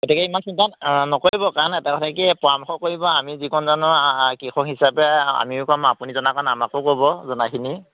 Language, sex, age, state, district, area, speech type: Assamese, male, 30-45, Assam, Majuli, urban, conversation